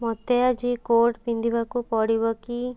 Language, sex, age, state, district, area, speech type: Odia, female, 18-30, Odisha, Cuttack, urban, read